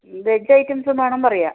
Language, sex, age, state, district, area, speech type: Malayalam, female, 60+, Kerala, Wayanad, rural, conversation